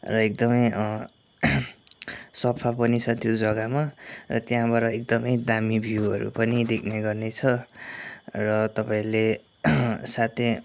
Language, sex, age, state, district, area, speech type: Nepali, male, 30-45, West Bengal, Kalimpong, rural, spontaneous